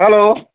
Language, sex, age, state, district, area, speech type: Assamese, male, 30-45, Assam, Sivasagar, rural, conversation